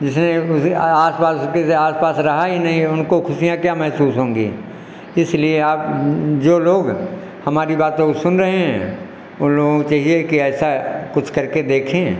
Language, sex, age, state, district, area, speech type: Hindi, male, 60+, Uttar Pradesh, Lucknow, rural, spontaneous